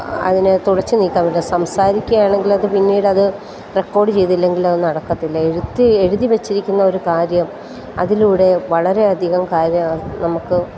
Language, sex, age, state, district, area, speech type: Malayalam, female, 45-60, Kerala, Kottayam, rural, spontaneous